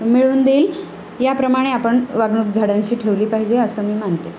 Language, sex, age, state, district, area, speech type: Marathi, female, 30-45, Maharashtra, Nanded, urban, spontaneous